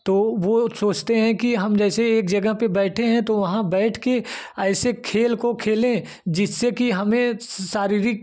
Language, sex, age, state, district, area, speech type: Hindi, male, 30-45, Uttar Pradesh, Jaunpur, rural, spontaneous